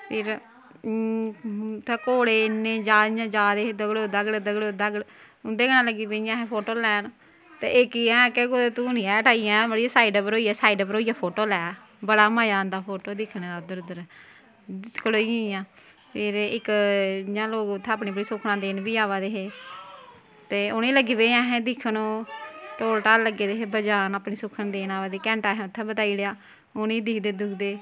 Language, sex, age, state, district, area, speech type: Dogri, female, 30-45, Jammu and Kashmir, Kathua, rural, spontaneous